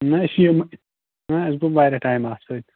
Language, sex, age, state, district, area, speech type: Kashmiri, male, 18-30, Jammu and Kashmir, Kupwara, urban, conversation